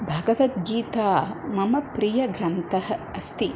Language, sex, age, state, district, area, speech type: Sanskrit, female, 45-60, Tamil Nadu, Coimbatore, urban, spontaneous